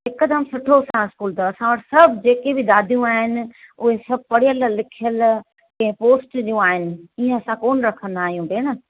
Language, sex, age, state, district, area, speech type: Sindhi, female, 45-60, Maharashtra, Thane, urban, conversation